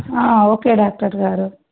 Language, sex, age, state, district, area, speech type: Telugu, female, 18-30, Andhra Pradesh, Krishna, urban, conversation